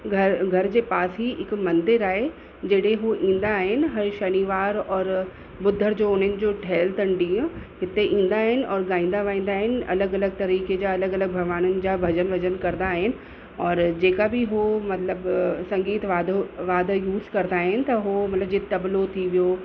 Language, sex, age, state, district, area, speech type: Sindhi, female, 30-45, Uttar Pradesh, Lucknow, urban, spontaneous